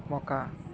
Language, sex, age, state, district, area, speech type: Odia, male, 45-60, Odisha, Balangir, urban, spontaneous